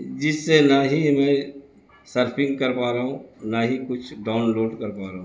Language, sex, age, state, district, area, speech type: Urdu, male, 60+, Bihar, Gaya, urban, spontaneous